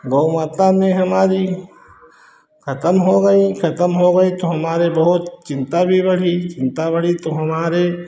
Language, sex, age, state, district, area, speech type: Hindi, male, 60+, Uttar Pradesh, Hardoi, rural, spontaneous